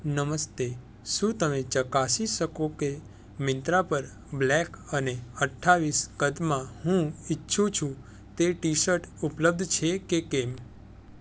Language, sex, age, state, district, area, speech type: Gujarati, male, 18-30, Gujarat, Surat, urban, read